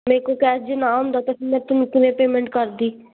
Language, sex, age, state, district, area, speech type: Punjabi, female, 18-30, Punjab, Muktsar, urban, conversation